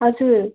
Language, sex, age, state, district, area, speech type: Nepali, female, 30-45, West Bengal, Darjeeling, rural, conversation